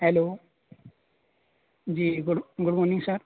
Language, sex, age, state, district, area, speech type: Urdu, male, 18-30, Uttar Pradesh, Saharanpur, urban, conversation